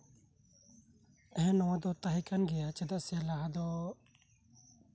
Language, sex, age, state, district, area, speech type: Santali, male, 18-30, West Bengal, Birbhum, rural, spontaneous